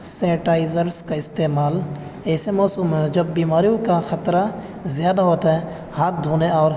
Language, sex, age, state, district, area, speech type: Urdu, male, 18-30, Delhi, North West Delhi, urban, spontaneous